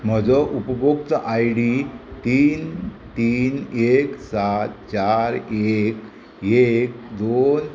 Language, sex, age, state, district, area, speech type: Goan Konkani, male, 60+, Goa, Murmgao, rural, read